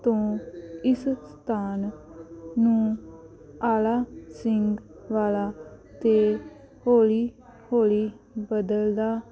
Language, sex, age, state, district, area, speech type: Punjabi, female, 18-30, Punjab, Patiala, rural, spontaneous